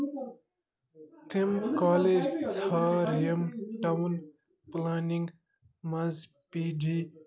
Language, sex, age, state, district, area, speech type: Kashmiri, male, 18-30, Jammu and Kashmir, Bandipora, rural, read